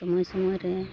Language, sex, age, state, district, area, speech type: Santali, female, 45-60, Jharkhand, East Singhbhum, rural, spontaneous